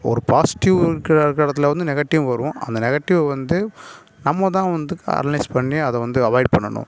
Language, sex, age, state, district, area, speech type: Tamil, male, 30-45, Tamil Nadu, Nagapattinam, rural, spontaneous